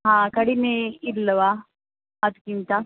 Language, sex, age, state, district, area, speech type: Kannada, female, 18-30, Karnataka, Shimoga, rural, conversation